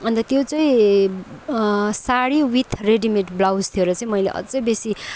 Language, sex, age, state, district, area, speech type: Nepali, other, 30-45, West Bengal, Kalimpong, rural, spontaneous